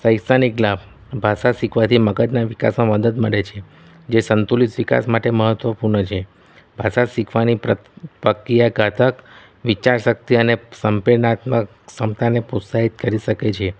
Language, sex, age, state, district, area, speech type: Gujarati, male, 30-45, Gujarat, Kheda, rural, spontaneous